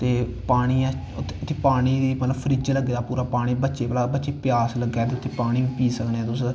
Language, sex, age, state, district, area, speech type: Dogri, male, 18-30, Jammu and Kashmir, Kathua, rural, spontaneous